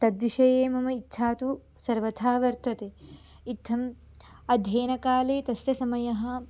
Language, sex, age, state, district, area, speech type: Sanskrit, female, 18-30, Karnataka, Belgaum, rural, spontaneous